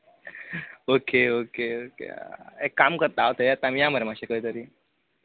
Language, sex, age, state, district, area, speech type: Goan Konkani, male, 18-30, Goa, Bardez, urban, conversation